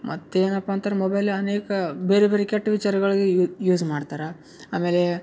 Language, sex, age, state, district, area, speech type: Kannada, male, 18-30, Karnataka, Yadgir, urban, spontaneous